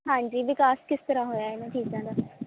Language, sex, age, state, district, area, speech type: Punjabi, female, 18-30, Punjab, Hoshiarpur, rural, conversation